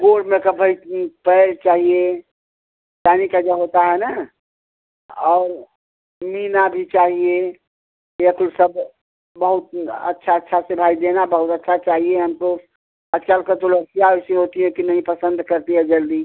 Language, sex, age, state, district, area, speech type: Hindi, female, 60+, Uttar Pradesh, Ghazipur, rural, conversation